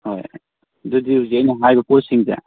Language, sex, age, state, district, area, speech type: Manipuri, male, 18-30, Manipur, Kangpokpi, urban, conversation